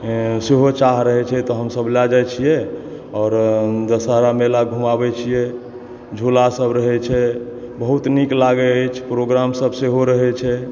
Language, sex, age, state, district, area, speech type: Maithili, male, 30-45, Bihar, Supaul, rural, spontaneous